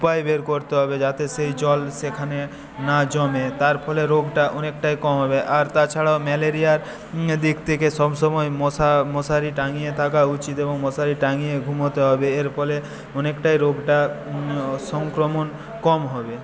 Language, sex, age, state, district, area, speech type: Bengali, male, 18-30, West Bengal, Paschim Medinipur, rural, spontaneous